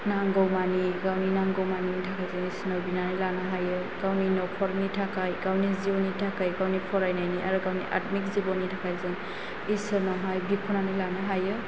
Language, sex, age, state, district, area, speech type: Bodo, female, 18-30, Assam, Chirang, rural, spontaneous